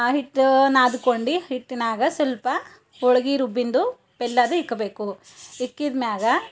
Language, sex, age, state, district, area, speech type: Kannada, female, 30-45, Karnataka, Bidar, rural, spontaneous